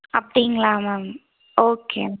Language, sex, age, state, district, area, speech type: Tamil, female, 18-30, Tamil Nadu, Madurai, urban, conversation